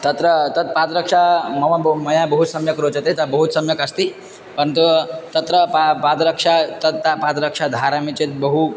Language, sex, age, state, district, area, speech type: Sanskrit, male, 18-30, Assam, Dhemaji, rural, spontaneous